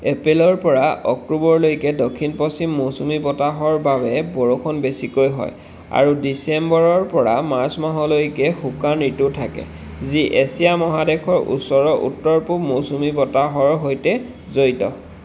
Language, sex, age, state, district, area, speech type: Assamese, male, 30-45, Assam, Dhemaji, rural, read